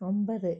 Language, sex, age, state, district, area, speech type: Malayalam, female, 60+, Kerala, Wayanad, rural, read